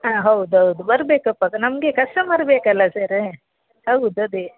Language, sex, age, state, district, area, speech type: Kannada, female, 60+, Karnataka, Dakshina Kannada, rural, conversation